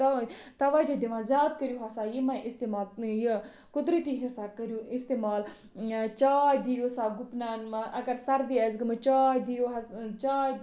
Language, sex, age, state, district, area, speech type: Kashmiri, other, 30-45, Jammu and Kashmir, Budgam, rural, spontaneous